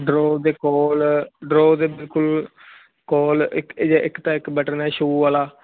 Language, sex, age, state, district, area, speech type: Punjabi, male, 18-30, Punjab, Fazilka, rural, conversation